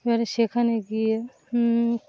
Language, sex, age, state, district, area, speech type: Bengali, female, 45-60, West Bengal, Birbhum, urban, spontaneous